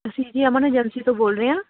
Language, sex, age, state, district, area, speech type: Punjabi, female, 30-45, Punjab, Ludhiana, urban, conversation